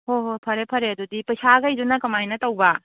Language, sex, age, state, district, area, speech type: Manipuri, female, 18-30, Manipur, Kangpokpi, urban, conversation